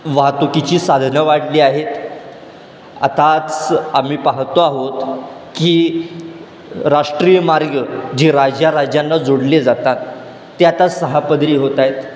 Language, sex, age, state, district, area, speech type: Marathi, male, 18-30, Maharashtra, Satara, urban, spontaneous